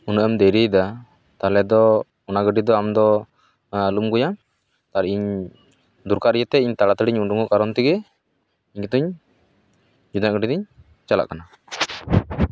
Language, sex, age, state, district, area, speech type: Santali, male, 30-45, West Bengal, Paschim Bardhaman, rural, spontaneous